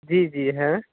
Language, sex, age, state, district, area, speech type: Urdu, male, 18-30, Bihar, Purnia, rural, conversation